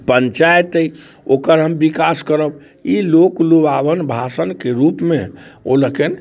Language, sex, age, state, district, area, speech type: Maithili, male, 45-60, Bihar, Muzaffarpur, rural, spontaneous